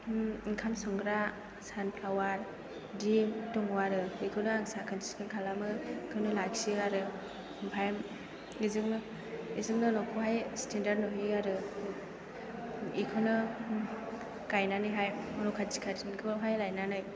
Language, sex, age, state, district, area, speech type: Bodo, female, 18-30, Assam, Chirang, rural, spontaneous